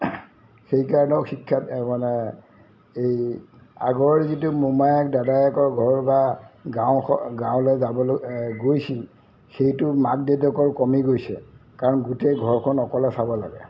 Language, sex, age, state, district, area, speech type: Assamese, male, 60+, Assam, Golaghat, urban, spontaneous